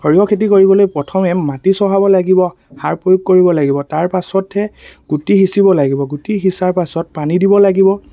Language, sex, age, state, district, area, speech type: Assamese, male, 18-30, Assam, Dhemaji, rural, spontaneous